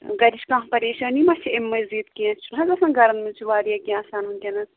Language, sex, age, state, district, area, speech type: Kashmiri, female, 18-30, Jammu and Kashmir, Pulwama, rural, conversation